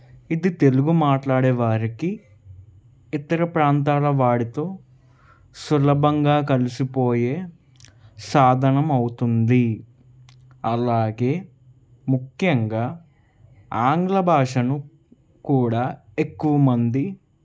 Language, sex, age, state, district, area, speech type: Telugu, male, 30-45, Telangana, Peddapalli, rural, spontaneous